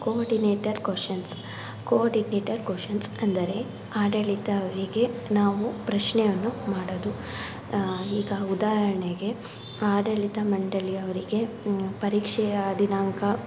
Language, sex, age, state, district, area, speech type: Kannada, female, 18-30, Karnataka, Davanagere, rural, spontaneous